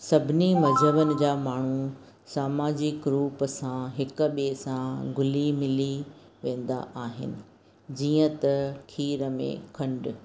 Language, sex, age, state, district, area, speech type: Sindhi, female, 45-60, Rajasthan, Ajmer, urban, spontaneous